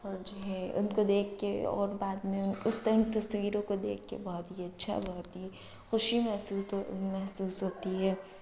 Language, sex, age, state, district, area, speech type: Urdu, female, 45-60, Uttar Pradesh, Lucknow, rural, spontaneous